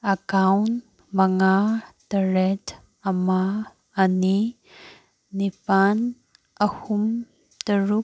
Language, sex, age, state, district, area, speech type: Manipuri, female, 18-30, Manipur, Kangpokpi, urban, read